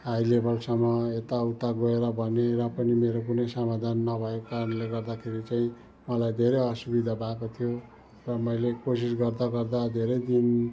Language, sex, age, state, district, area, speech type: Nepali, male, 60+, West Bengal, Kalimpong, rural, spontaneous